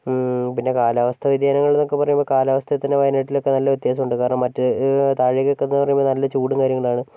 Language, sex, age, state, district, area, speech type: Malayalam, male, 45-60, Kerala, Wayanad, rural, spontaneous